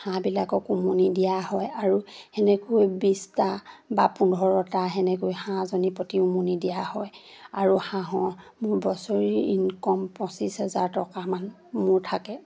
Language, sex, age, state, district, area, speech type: Assamese, female, 30-45, Assam, Charaideo, rural, spontaneous